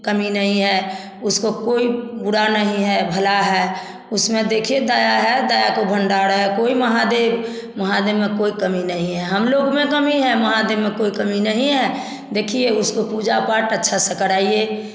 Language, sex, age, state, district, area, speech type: Hindi, female, 60+, Bihar, Samastipur, rural, spontaneous